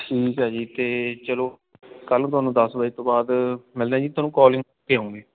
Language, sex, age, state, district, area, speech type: Punjabi, male, 18-30, Punjab, Fatehgarh Sahib, rural, conversation